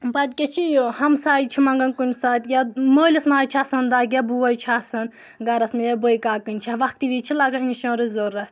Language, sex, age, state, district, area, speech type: Kashmiri, female, 18-30, Jammu and Kashmir, Anantnag, rural, spontaneous